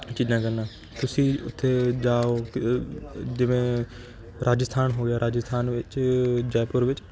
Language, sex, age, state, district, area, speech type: Punjabi, male, 18-30, Punjab, Kapurthala, urban, spontaneous